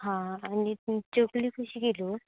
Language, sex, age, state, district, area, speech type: Goan Konkani, female, 18-30, Goa, Canacona, rural, conversation